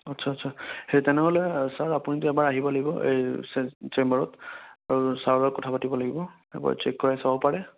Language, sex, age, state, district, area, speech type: Assamese, male, 18-30, Assam, Sonitpur, urban, conversation